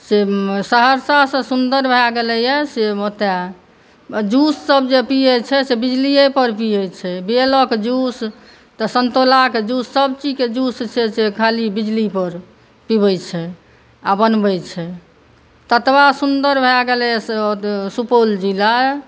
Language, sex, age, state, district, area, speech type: Maithili, female, 30-45, Bihar, Saharsa, rural, spontaneous